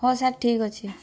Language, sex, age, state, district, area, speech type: Odia, female, 30-45, Odisha, Mayurbhanj, rural, spontaneous